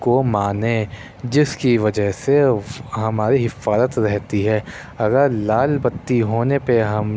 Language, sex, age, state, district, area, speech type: Urdu, male, 30-45, Delhi, Central Delhi, urban, spontaneous